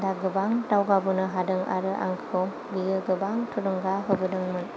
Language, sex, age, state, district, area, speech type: Bodo, female, 30-45, Assam, Chirang, urban, spontaneous